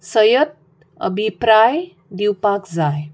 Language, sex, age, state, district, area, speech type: Goan Konkani, female, 45-60, Goa, Salcete, rural, read